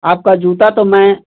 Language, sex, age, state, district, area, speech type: Hindi, male, 30-45, Uttar Pradesh, Mau, urban, conversation